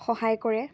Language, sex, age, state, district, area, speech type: Assamese, female, 18-30, Assam, Dibrugarh, rural, spontaneous